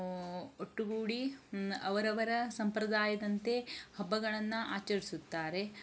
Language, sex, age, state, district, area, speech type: Kannada, female, 45-60, Karnataka, Shimoga, rural, spontaneous